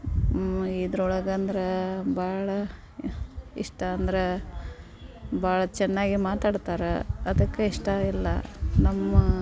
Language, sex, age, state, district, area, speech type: Kannada, female, 30-45, Karnataka, Dharwad, rural, spontaneous